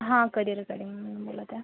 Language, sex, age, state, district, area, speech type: Marathi, male, 45-60, Maharashtra, Yavatmal, rural, conversation